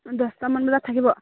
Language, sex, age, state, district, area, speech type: Assamese, female, 30-45, Assam, Charaideo, rural, conversation